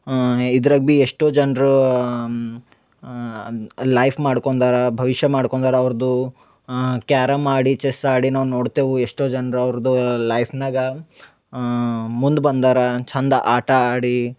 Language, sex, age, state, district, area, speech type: Kannada, male, 18-30, Karnataka, Bidar, urban, spontaneous